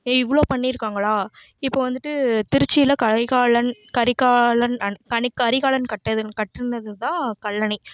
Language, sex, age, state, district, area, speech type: Tamil, female, 18-30, Tamil Nadu, Namakkal, urban, spontaneous